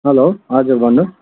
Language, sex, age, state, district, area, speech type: Nepali, male, 18-30, West Bengal, Darjeeling, rural, conversation